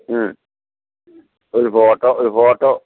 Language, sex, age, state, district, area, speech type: Malayalam, male, 60+, Kerala, Pathanamthitta, rural, conversation